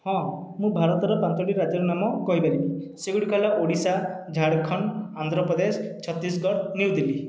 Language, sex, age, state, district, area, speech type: Odia, male, 30-45, Odisha, Khordha, rural, spontaneous